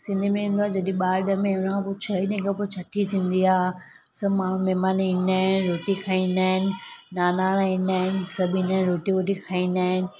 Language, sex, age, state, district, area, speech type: Sindhi, female, 18-30, Gujarat, Surat, urban, spontaneous